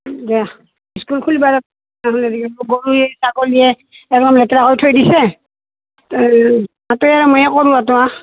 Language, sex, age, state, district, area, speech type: Assamese, female, 60+, Assam, Goalpara, rural, conversation